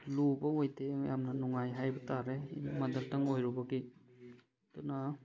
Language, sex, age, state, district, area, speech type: Manipuri, male, 30-45, Manipur, Thoubal, rural, spontaneous